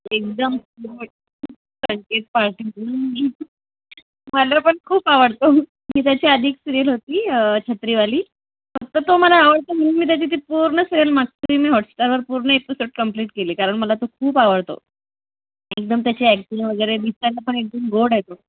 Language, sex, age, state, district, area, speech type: Marathi, female, 30-45, Maharashtra, Buldhana, urban, conversation